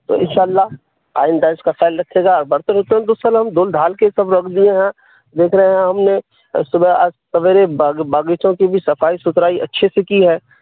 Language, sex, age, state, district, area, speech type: Urdu, male, 45-60, Bihar, Khagaria, urban, conversation